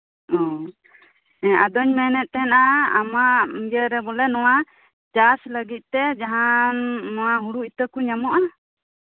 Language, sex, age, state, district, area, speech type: Santali, female, 30-45, West Bengal, Birbhum, rural, conversation